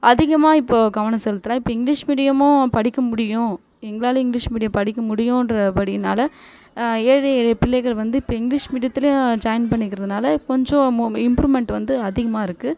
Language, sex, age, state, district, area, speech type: Tamil, female, 30-45, Tamil Nadu, Viluppuram, urban, spontaneous